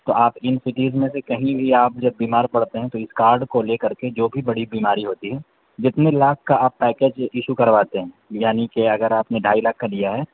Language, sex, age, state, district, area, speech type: Urdu, male, 18-30, Uttar Pradesh, Saharanpur, urban, conversation